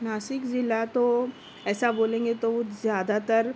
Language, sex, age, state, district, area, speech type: Urdu, female, 30-45, Maharashtra, Nashik, rural, spontaneous